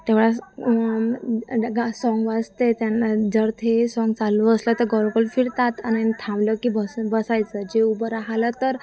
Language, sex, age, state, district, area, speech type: Marathi, female, 18-30, Maharashtra, Wardha, rural, spontaneous